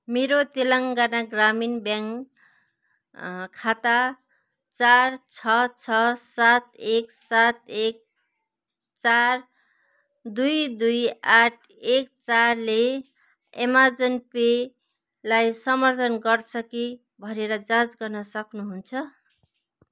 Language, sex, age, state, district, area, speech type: Nepali, female, 45-60, West Bengal, Kalimpong, rural, read